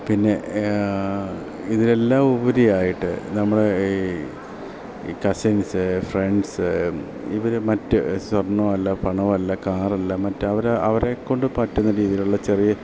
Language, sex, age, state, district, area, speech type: Malayalam, male, 30-45, Kerala, Idukki, rural, spontaneous